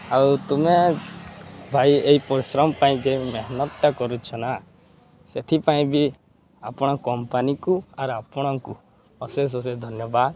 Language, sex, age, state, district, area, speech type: Odia, male, 18-30, Odisha, Balangir, urban, spontaneous